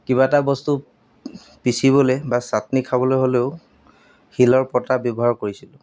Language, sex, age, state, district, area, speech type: Assamese, male, 30-45, Assam, Golaghat, urban, spontaneous